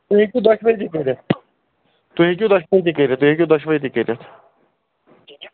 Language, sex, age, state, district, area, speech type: Kashmiri, male, 30-45, Jammu and Kashmir, Baramulla, urban, conversation